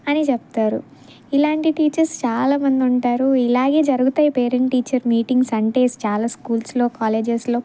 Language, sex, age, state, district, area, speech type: Telugu, female, 18-30, Andhra Pradesh, Bapatla, rural, spontaneous